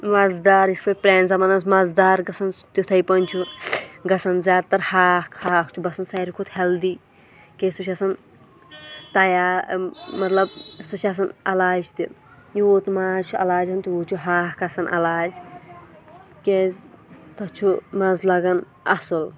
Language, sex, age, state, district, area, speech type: Kashmiri, female, 18-30, Jammu and Kashmir, Kulgam, rural, spontaneous